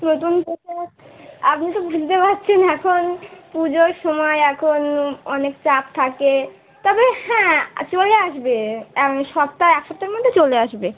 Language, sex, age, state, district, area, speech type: Bengali, female, 18-30, West Bengal, Dakshin Dinajpur, urban, conversation